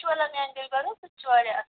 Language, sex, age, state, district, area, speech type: Kashmiri, female, 45-60, Jammu and Kashmir, Kupwara, rural, conversation